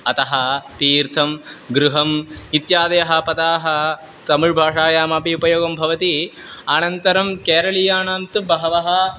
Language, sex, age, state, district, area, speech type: Sanskrit, male, 18-30, Tamil Nadu, Viluppuram, rural, spontaneous